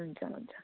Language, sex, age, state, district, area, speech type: Nepali, female, 30-45, West Bengal, Kalimpong, rural, conversation